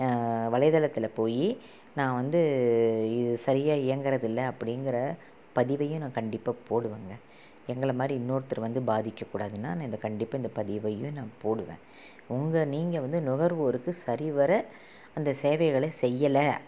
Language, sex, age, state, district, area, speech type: Tamil, female, 30-45, Tamil Nadu, Salem, urban, spontaneous